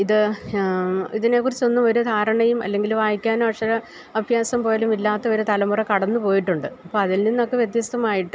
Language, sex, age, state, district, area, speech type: Malayalam, female, 60+, Kerala, Idukki, rural, spontaneous